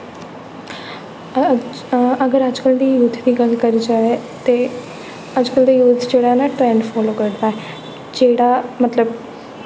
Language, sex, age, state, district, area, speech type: Dogri, female, 18-30, Jammu and Kashmir, Jammu, urban, spontaneous